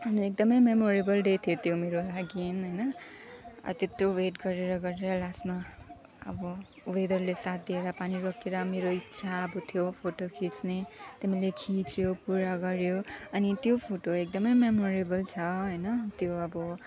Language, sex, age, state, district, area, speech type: Nepali, female, 30-45, West Bengal, Alipurduar, rural, spontaneous